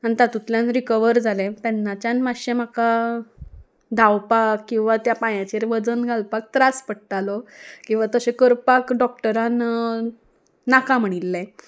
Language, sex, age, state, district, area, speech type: Goan Konkani, female, 18-30, Goa, Salcete, urban, spontaneous